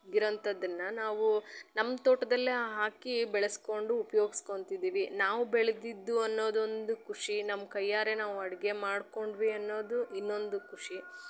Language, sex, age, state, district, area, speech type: Kannada, female, 30-45, Karnataka, Chitradurga, rural, spontaneous